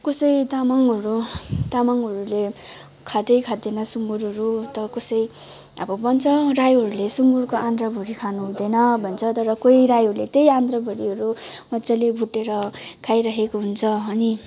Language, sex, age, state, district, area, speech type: Nepali, female, 18-30, West Bengal, Kalimpong, rural, spontaneous